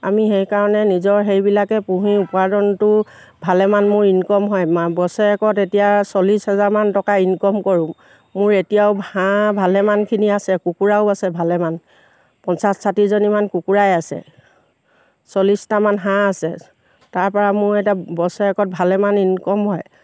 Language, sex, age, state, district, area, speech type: Assamese, female, 60+, Assam, Dibrugarh, rural, spontaneous